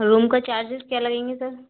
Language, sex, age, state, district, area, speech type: Hindi, female, 30-45, Madhya Pradesh, Gwalior, rural, conversation